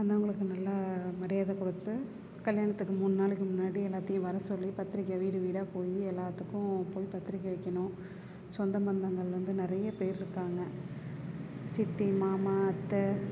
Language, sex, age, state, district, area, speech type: Tamil, female, 45-60, Tamil Nadu, Perambalur, urban, spontaneous